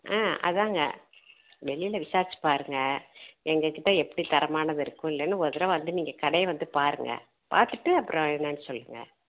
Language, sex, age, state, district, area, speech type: Tamil, female, 60+, Tamil Nadu, Madurai, rural, conversation